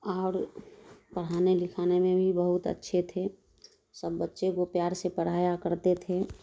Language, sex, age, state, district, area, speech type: Urdu, female, 30-45, Bihar, Darbhanga, rural, spontaneous